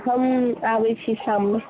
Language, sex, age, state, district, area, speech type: Maithili, female, 18-30, Bihar, Samastipur, urban, conversation